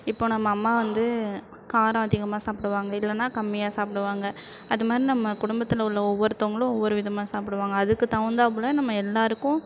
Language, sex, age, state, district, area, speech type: Tamil, female, 30-45, Tamil Nadu, Thanjavur, urban, spontaneous